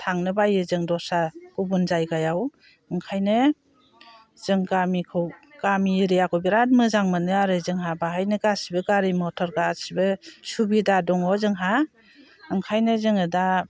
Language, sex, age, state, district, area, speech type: Bodo, female, 60+, Assam, Chirang, rural, spontaneous